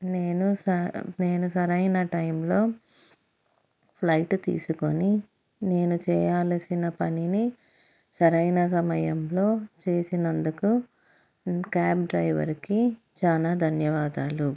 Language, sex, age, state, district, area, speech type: Telugu, female, 30-45, Andhra Pradesh, Anantapur, urban, spontaneous